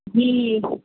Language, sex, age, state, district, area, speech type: Urdu, male, 18-30, Delhi, Central Delhi, urban, conversation